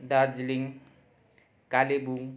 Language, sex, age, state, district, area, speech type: Nepali, male, 45-60, West Bengal, Darjeeling, urban, spontaneous